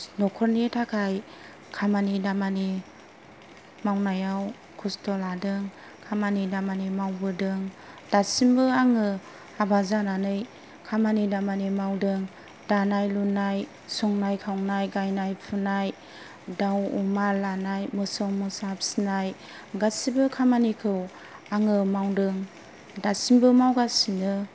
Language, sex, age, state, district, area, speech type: Bodo, female, 30-45, Assam, Kokrajhar, rural, spontaneous